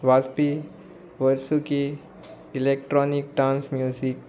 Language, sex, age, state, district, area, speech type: Goan Konkani, male, 30-45, Goa, Murmgao, rural, spontaneous